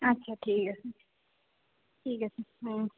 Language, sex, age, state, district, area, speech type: Bengali, female, 18-30, West Bengal, Jalpaiguri, rural, conversation